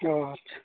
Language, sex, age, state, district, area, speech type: Bodo, male, 45-60, Assam, Kokrajhar, rural, conversation